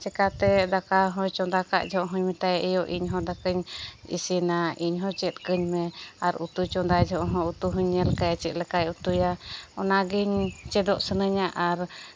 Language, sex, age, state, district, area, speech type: Santali, female, 30-45, Jharkhand, Seraikela Kharsawan, rural, spontaneous